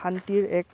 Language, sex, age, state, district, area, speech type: Assamese, male, 18-30, Assam, Udalguri, rural, spontaneous